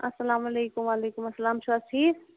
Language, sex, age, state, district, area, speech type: Kashmiri, female, 45-60, Jammu and Kashmir, Shopian, urban, conversation